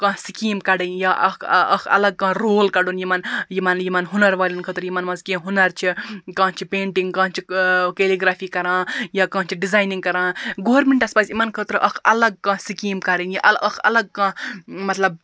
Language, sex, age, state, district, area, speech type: Kashmiri, female, 30-45, Jammu and Kashmir, Baramulla, rural, spontaneous